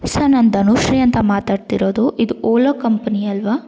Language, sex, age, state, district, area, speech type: Kannada, female, 18-30, Karnataka, Bangalore Rural, rural, spontaneous